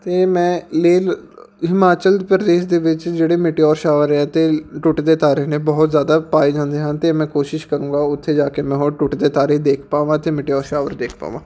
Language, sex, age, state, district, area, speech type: Punjabi, male, 18-30, Punjab, Patiala, urban, spontaneous